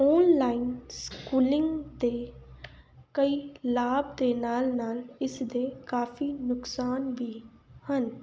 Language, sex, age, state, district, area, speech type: Punjabi, female, 18-30, Punjab, Fazilka, rural, spontaneous